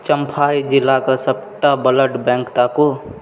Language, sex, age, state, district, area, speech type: Maithili, male, 30-45, Bihar, Purnia, urban, read